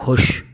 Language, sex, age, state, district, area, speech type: Hindi, male, 30-45, Madhya Pradesh, Hoshangabad, rural, read